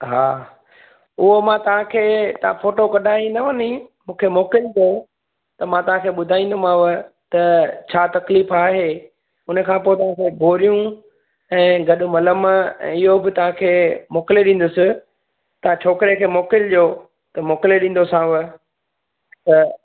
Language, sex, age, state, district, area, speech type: Sindhi, male, 45-60, Gujarat, Junagadh, rural, conversation